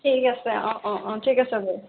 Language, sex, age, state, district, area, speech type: Assamese, female, 18-30, Assam, Jorhat, urban, conversation